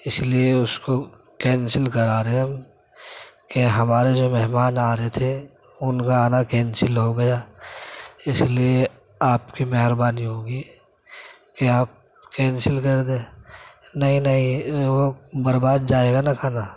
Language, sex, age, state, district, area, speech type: Urdu, male, 18-30, Delhi, Central Delhi, urban, spontaneous